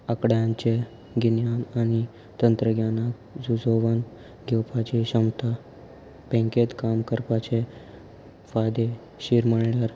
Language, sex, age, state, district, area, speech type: Goan Konkani, male, 18-30, Goa, Salcete, rural, spontaneous